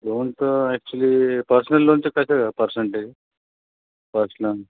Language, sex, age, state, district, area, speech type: Marathi, male, 45-60, Maharashtra, Thane, rural, conversation